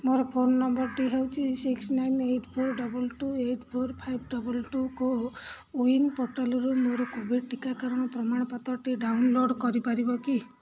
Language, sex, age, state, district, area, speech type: Odia, female, 45-60, Odisha, Rayagada, rural, read